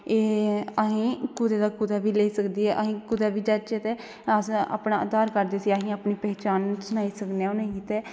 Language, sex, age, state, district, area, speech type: Dogri, female, 18-30, Jammu and Kashmir, Kathua, rural, spontaneous